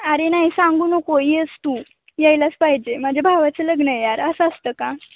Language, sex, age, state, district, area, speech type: Marathi, female, 18-30, Maharashtra, Ratnagiri, urban, conversation